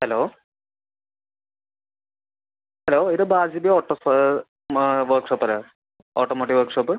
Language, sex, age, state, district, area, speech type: Malayalam, male, 18-30, Kerala, Thrissur, rural, conversation